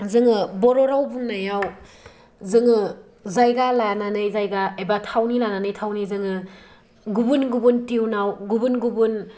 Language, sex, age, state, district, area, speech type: Bodo, female, 18-30, Assam, Kokrajhar, rural, spontaneous